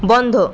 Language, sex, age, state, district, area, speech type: Bengali, female, 18-30, West Bengal, Paschim Bardhaman, rural, read